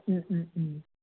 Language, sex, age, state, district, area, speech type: Assamese, female, 45-60, Assam, Sivasagar, rural, conversation